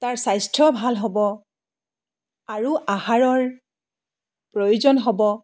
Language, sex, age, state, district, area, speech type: Assamese, female, 45-60, Assam, Dibrugarh, rural, spontaneous